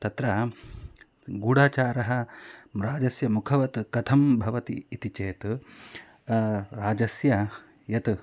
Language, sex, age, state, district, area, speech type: Sanskrit, male, 45-60, Karnataka, Shimoga, rural, spontaneous